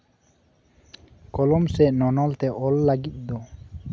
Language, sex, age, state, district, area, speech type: Santali, male, 18-30, West Bengal, Bankura, rural, spontaneous